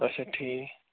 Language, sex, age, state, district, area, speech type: Kashmiri, male, 30-45, Jammu and Kashmir, Srinagar, urban, conversation